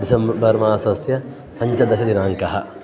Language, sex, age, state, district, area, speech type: Sanskrit, male, 30-45, Karnataka, Dakshina Kannada, urban, spontaneous